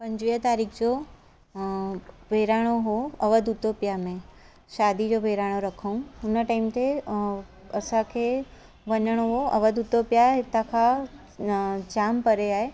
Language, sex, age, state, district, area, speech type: Sindhi, female, 30-45, Gujarat, Surat, urban, spontaneous